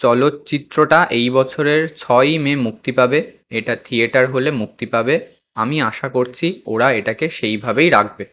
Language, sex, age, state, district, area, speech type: Bengali, male, 18-30, West Bengal, Kolkata, urban, read